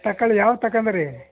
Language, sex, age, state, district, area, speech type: Kannada, male, 60+, Karnataka, Mysore, urban, conversation